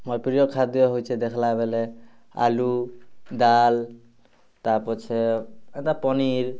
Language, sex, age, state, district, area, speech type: Odia, male, 18-30, Odisha, Kalahandi, rural, spontaneous